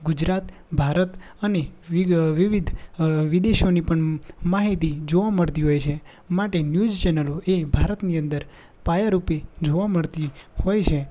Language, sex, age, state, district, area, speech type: Gujarati, male, 18-30, Gujarat, Anand, rural, spontaneous